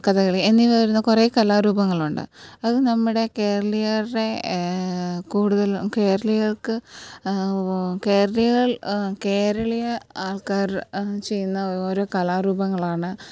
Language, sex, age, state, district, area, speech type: Malayalam, female, 18-30, Kerala, Alappuzha, rural, spontaneous